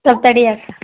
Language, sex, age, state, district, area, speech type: Kannada, female, 18-30, Karnataka, Vijayanagara, rural, conversation